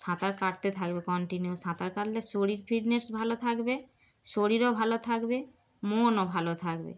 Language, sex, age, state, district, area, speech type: Bengali, female, 30-45, West Bengal, Darjeeling, urban, spontaneous